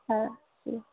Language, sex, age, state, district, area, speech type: Bengali, female, 18-30, West Bengal, Darjeeling, urban, conversation